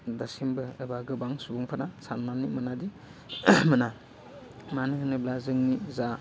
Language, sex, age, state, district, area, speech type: Bodo, male, 18-30, Assam, Baksa, rural, spontaneous